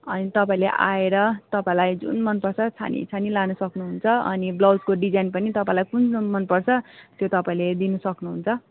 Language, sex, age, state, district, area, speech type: Nepali, female, 18-30, West Bengal, Darjeeling, rural, conversation